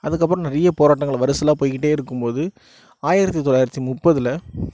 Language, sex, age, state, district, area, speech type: Tamil, male, 18-30, Tamil Nadu, Nagapattinam, rural, spontaneous